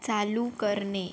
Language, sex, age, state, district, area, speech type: Marathi, female, 18-30, Maharashtra, Yavatmal, rural, read